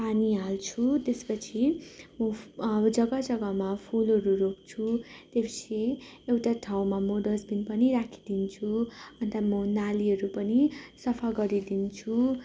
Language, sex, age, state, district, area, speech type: Nepali, female, 18-30, West Bengal, Darjeeling, rural, spontaneous